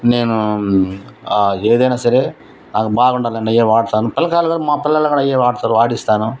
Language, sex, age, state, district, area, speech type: Telugu, male, 60+, Andhra Pradesh, Nellore, rural, spontaneous